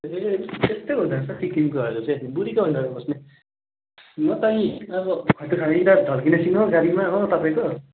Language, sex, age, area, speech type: Nepali, male, 18-30, rural, conversation